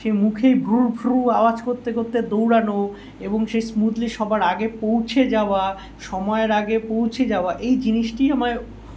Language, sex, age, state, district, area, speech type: Bengali, male, 18-30, West Bengal, Kolkata, urban, spontaneous